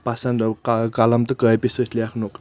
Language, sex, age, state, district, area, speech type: Kashmiri, male, 18-30, Jammu and Kashmir, Kulgam, urban, spontaneous